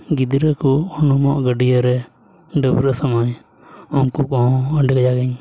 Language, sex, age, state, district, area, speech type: Santali, male, 18-30, Jharkhand, Pakur, rural, spontaneous